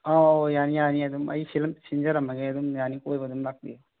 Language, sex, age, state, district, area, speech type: Manipuri, male, 45-60, Manipur, Bishnupur, rural, conversation